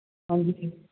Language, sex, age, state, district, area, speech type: Punjabi, male, 18-30, Punjab, Mohali, rural, conversation